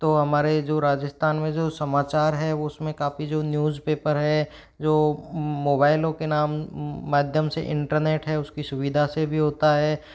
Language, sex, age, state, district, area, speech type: Hindi, male, 18-30, Rajasthan, Jaipur, urban, spontaneous